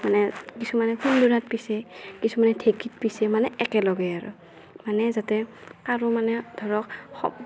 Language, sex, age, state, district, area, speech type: Assamese, female, 18-30, Assam, Darrang, rural, spontaneous